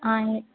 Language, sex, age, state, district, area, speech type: Tamil, female, 30-45, Tamil Nadu, Thoothukudi, rural, conversation